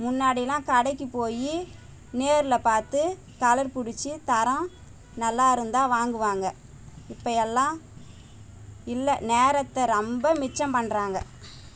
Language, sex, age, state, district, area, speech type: Tamil, female, 30-45, Tamil Nadu, Tiruvannamalai, rural, spontaneous